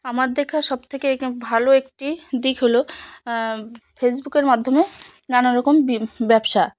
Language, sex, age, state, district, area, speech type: Bengali, female, 45-60, West Bengal, Alipurduar, rural, spontaneous